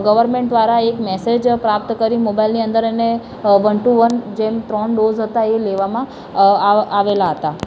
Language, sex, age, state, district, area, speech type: Gujarati, female, 18-30, Gujarat, Ahmedabad, urban, spontaneous